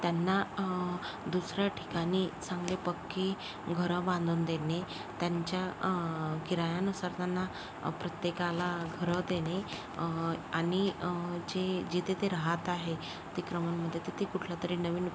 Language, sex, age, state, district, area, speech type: Marathi, female, 18-30, Maharashtra, Yavatmal, rural, spontaneous